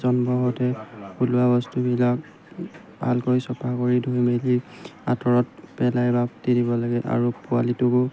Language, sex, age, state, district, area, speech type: Assamese, male, 30-45, Assam, Golaghat, rural, spontaneous